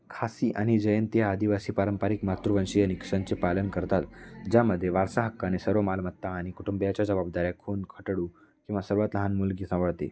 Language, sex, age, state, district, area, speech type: Marathi, male, 18-30, Maharashtra, Nanded, rural, read